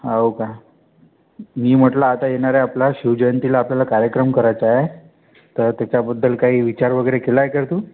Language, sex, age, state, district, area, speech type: Marathi, male, 18-30, Maharashtra, Wardha, urban, conversation